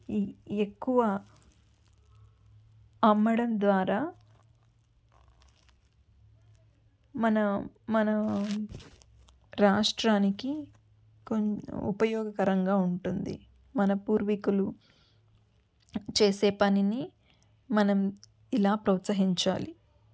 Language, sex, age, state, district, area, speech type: Telugu, female, 30-45, Andhra Pradesh, Chittoor, urban, spontaneous